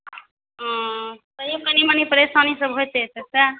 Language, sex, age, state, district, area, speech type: Maithili, female, 18-30, Bihar, Supaul, rural, conversation